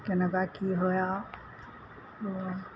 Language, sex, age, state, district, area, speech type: Assamese, female, 60+, Assam, Golaghat, urban, spontaneous